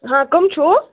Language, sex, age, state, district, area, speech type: Kashmiri, female, 30-45, Jammu and Kashmir, Ganderbal, rural, conversation